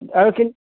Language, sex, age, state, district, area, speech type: Assamese, male, 18-30, Assam, Tinsukia, urban, conversation